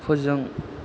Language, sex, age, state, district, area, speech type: Bodo, male, 30-45, Assam, Chirang, rural, read